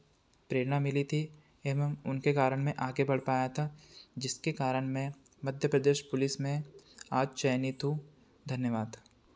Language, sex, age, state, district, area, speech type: Hindi, male, 30-45, Madhya Pradesh, Betul, urban, spontaneous